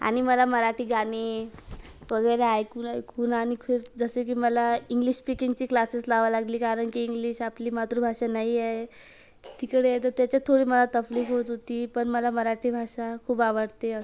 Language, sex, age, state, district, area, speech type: Marathi, female, 18-30, Maharashtra, Amravati, urban, spontaneous